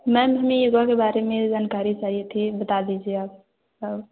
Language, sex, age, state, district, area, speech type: Hindi, female, 18-30, Uttar Pradesh, Varanasi, urban, conversation